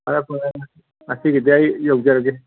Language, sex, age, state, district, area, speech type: Manipuri, male, 60+, Manipur, Kangpokpi, urban, conversation